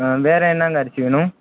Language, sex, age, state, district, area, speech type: Tamil, male, 18-30, Tamil Nadu, Tiruvarur, urban, conversation